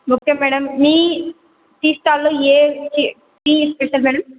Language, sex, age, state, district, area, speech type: Telugu, female, 18-30, Andhra Pradesh, Anantapur, urban, conversation